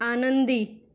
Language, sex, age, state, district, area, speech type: Marathi, female, 18-30, Maharashtra, Wardha, rural, read